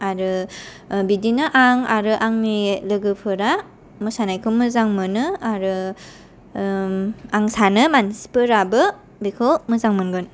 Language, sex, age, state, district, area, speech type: Bodo, female, 18-30, Assam, Kokrajhar, rural, spontaneous